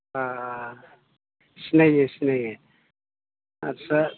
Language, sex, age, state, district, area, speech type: Bodo, male, 45-60, Assam, Udalguri, urban, conversation